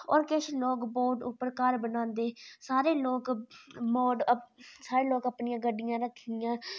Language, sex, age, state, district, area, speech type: Dogri, female, 30-45, Jammu and Kashmir, Udhampur, urban, spontaneous